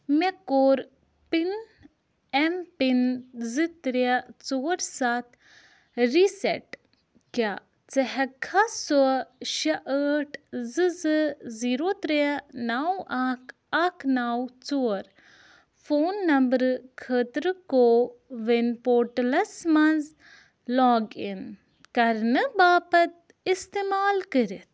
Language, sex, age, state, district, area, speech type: Kashmiri, female, 18-30, Jammu and Kashmir, Ganderbal, rural, read